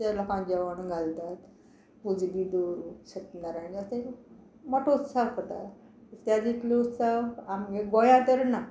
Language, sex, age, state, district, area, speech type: Goan Konkani, female, 60+, Goa, Quepem, rural, spontaneous